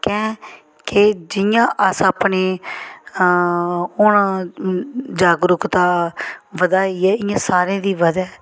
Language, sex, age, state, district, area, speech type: Dogri, female, 45-60, Jammu and Kashmir, Samba, rural, spontaneous